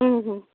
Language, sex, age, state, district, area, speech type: Odia, female, 60+, Odisha, Angul, rural, conversation